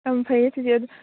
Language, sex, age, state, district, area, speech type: Manipuri, female, 18-30, Manipur, Kakching, rural, conversation